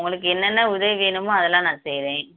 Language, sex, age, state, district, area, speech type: Tamil, female, 30-45, Tamil Nadu, Madurai, urban, conversation